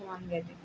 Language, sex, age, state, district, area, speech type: Assamese, female, 60+, Assam, Tinsukia, rural, spontaneous